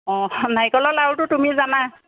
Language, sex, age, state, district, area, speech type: Assamese, female, 45-60, Assam, Sivasagar, rural, conversation